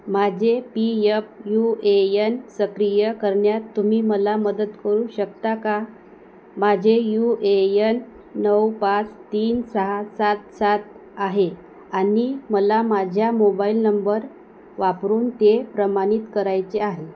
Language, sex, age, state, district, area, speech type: Marathi, female, 30-45, Maharashtra, Wardha, rural, read